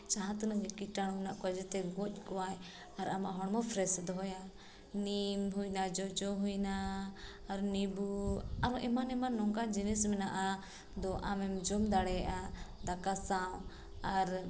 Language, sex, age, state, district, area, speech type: Santali, female, 18-30, Jharkhand, Seraikela Kharsawan, rural, spontaneous